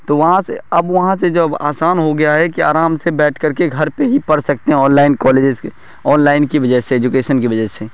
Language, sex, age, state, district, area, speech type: Urdu, male, 18-30, Bihar, Darbhanga, rural, spontaneous